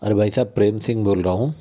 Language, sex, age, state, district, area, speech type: Hindi, male, 60+, Madhya Pradesh, Bhopal, urban, spontaneous